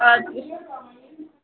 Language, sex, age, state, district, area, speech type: Kashmiri, female, 18-30, Jammu and Kashmir, Budgam, rural, conversation